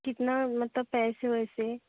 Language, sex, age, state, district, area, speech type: Hindi, female, 45-60, Uttar Pradesh, Jaunpur, rural, conversation